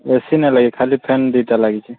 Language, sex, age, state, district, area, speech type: Odia, male, 18-30, Odisha, Subarnapur, urban, conversation